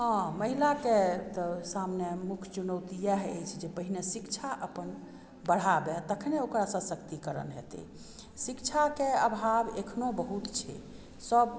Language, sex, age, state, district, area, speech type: Maithili, female, 45-60, Bihar, Madhubani, rural, spontaneous